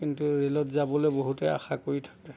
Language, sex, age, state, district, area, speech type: Assamese, male, 60+, Assam, Nagaon, rural, spontaneous